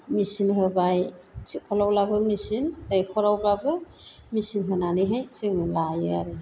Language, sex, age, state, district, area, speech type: Bodo, female, 60+, Assam, Chirang, rural, spontaneous